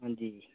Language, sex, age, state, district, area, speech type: Dogri, male, 18-30, Jammu and Kashmir, Udhampur, urban, conversation